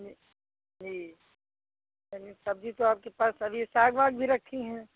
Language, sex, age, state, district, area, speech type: Hindi, female, 60+, Uttar Pradesh, Azamgarh, rural, conversation